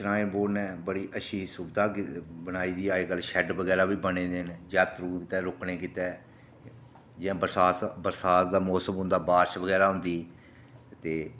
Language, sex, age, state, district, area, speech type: Dogri, male, 30-45, Jammu and Kashmir, Reasi, rural, spontaneous